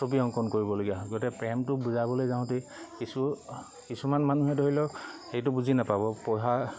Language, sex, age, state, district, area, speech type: Assamese, male, 30-45, Assam, Lakhimpur, rural, spontaneous